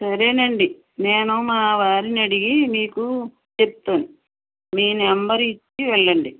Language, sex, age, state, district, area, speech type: Telugu, female, 60+, Andhra Pradesh, West Godavari, rural, conversation